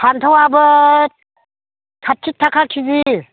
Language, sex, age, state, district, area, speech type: Bodo, female, 60+, Assam, Chirang, rural, conversation